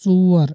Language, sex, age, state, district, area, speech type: Kashmiri, male, 30-45, Jammu and Kashmir, Anantnag, rural, read